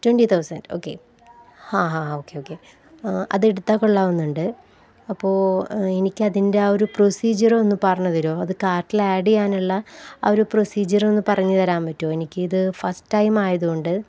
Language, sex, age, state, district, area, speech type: Malayalam, female, 18-30, Kerala, Palakkad, rural, spontaneous